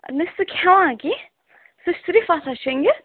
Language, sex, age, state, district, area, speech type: Kashmiri, female, 30-45, Jammu and Kashmir, Bandipora, rural, conversation